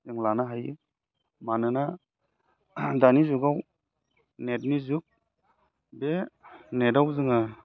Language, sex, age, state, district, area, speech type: Bodo, male, 30-45, Assam, Udalguri, urban, spontaneous